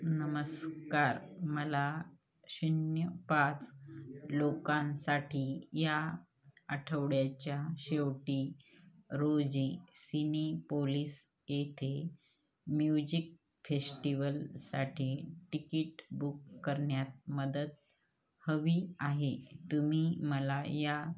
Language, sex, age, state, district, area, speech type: Marathi, female, 30-45, Maharashtra, Hingoli, urban, read